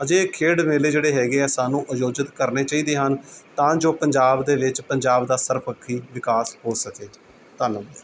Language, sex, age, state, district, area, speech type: Punjabi, male, 45-60, Punjab, Mohali, urban, spontaneous